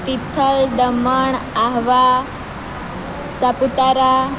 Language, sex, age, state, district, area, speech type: Gujarati, female, 18-30, Gujarat, Valsad, rural, spontaneous